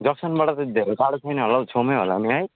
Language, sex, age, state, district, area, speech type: Nepali, male, 18-30, West Bengal, Alipurduar, rural, conversation